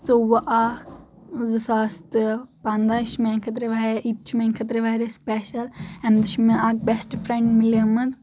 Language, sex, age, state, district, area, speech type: Kashmiri, female, 18-30, Jammu and Kashmir, Anantnag, rural, spontaneous